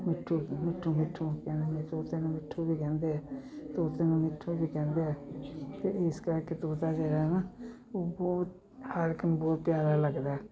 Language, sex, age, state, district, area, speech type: Punjabi, female, 60+, Punjab, Jalandhar, urban, spontaneous